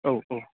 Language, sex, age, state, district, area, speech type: Bodo, male, 30-45, Assam, Udalguri, urban, conversation